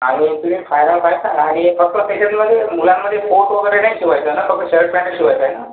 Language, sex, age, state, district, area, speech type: Marathi, male, 60+, Maharashtra, Yavatmal, urban, conversation